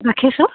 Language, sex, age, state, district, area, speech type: Assamese, female, 45-60, Assam, Sivasagar, rural, conversation